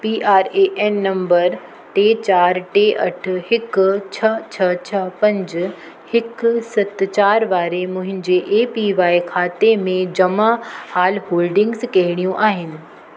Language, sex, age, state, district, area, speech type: Sindhi, female, 30-45, Maharashtra, Mumbai Suburban, urban, read